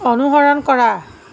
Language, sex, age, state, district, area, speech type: Assamese, female, 30-45, Assam, Nagaon, rural, read